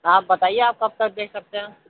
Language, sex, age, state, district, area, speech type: Urdu, male, 30-45, Uttar Pradesh, Gautam Buddha Nagar, urban, conversation